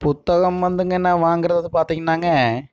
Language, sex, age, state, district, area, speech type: Tamil, male, 30-45, Tamil Nadu, Erode, rural, spontaneous